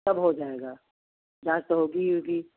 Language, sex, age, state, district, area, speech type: Hindi, female, 60+, Uttar Pradesh, Hardoi, rural, conversation